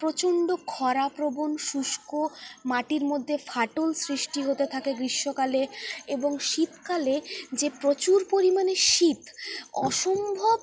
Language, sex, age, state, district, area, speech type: Bengali, female, 45-60, West Bengal, Purulia, urban, spontaneous